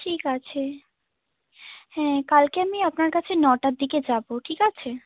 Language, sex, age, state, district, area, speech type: Bengali, female, 30-45, West Bengal, Hooghly, urban, conversation